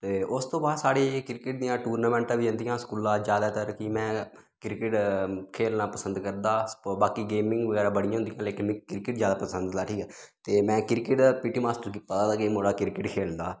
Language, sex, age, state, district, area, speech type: Dogri, male, 18-30, Jammu and Kashmir, Udhampur, rural, spontaneous